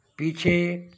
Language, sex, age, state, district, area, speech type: Hindi, male, 60+, Uttar Pradesh, Mau, rural, read